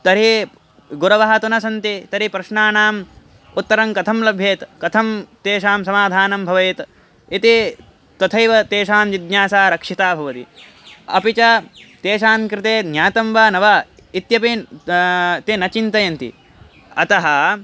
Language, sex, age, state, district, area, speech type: Sanskrit, male, 18-30, Uttar Pradesh, Hardoi, urban, spontaneous